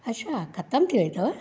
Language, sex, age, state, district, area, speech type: Sindhi, female, 45-60, Maharashtra, Thane, rural, spontaneous